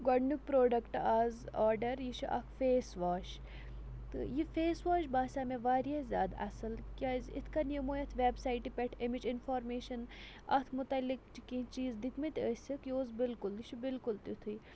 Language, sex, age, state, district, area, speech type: Kashmiri, female, 60+, Jammu and Kashmir, Bandipora, rural, spontaneous